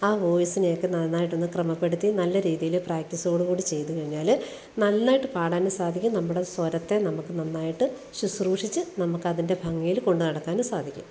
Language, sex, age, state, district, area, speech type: Malayalam, female, 45-60, Kerala, Alappuzha, rural, spontaneous